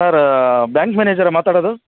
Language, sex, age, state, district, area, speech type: Kannada, male, 45-60, Karnataka, Bellary, rural, conversation